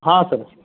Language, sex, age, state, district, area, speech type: Kannada, male, 45-60, Karnataka, Dharwad, rural, conversation